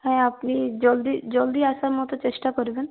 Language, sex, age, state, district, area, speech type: Bengali, female, 18-30, West Bengal, Purulia, urban, conversation